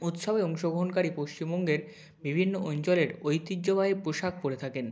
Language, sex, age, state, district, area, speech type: Bengali, male, 45-60, West Bengal, Nadia, rural, spontaneous